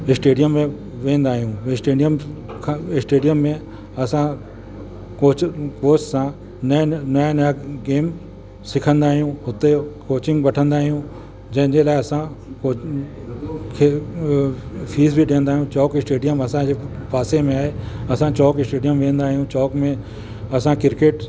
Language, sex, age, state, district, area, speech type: Sindhi, male, 60+, Uttar Pradesh, Lucknow, urban, spontaneous